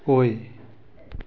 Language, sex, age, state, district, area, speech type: Manipuri, male, 18-30, Manipur, Tengnoupal, rural, read